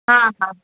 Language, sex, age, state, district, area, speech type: Sindhi, female, 18-30, Gujarat, Kutch, urban, conversation